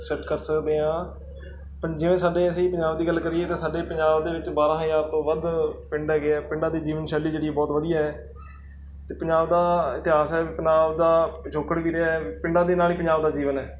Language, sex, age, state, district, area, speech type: Punjabi, male, 30-45, Punjab, Mansa, urban, spontaneous